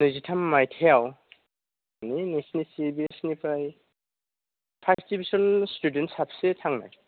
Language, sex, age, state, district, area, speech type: Bodo, male, 30-45, Assam, Kokrajhar, rural, conversation